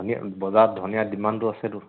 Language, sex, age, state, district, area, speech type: Assamese, male, 30-45, Assam, Charaideo, urban, conversation